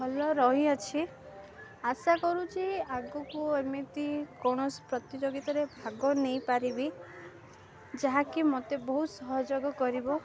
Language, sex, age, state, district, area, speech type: Odia, female, 18-30, Odisha, Koraput, urban, spontaneous